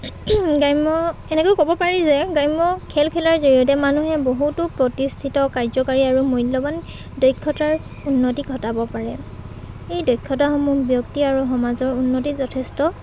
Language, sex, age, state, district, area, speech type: Assamese, female, 18-30, Assam, Charaideo, rural, spontaneous